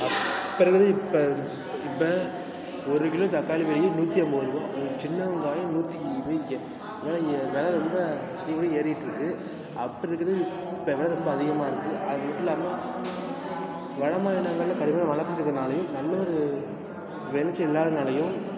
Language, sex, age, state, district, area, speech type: Tamil, male, 18-30, Tamil Nadu, Tiruvarur, rural, spontaneous